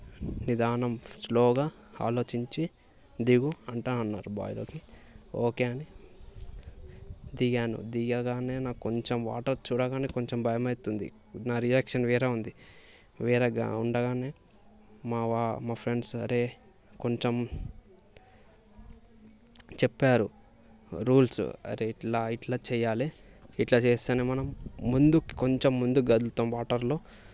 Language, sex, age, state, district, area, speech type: Telugu, male, 18-30, Telangana, Vikarabad, urban, spontaneous